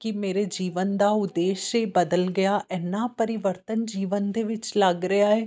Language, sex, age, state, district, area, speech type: Punjabi, female, 30-45, Punjab, Amritsar, urban, spontaneous